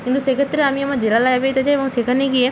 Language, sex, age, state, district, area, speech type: Bengali, female, 18-30, West Bengal, Purba Medinipur, rural, spontaneous